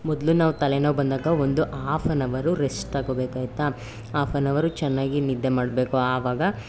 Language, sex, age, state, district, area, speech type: Kannada, female, 18-30, Karnataka, Chamarajanagar, rural, spontaneous